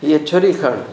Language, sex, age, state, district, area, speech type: Sindhi, male, 60+, Maharashtra, Thane, urban, spontaneous